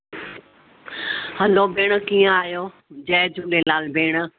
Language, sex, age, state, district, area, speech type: Sindhi, female, 60+, Maharashtra, Mumbai Suburban, urban, conversation